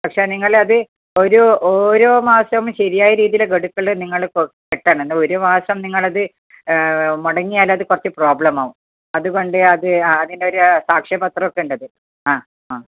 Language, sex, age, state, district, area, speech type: Malayalam, female, 60+, Kerala, Kasaragod, urban, conversation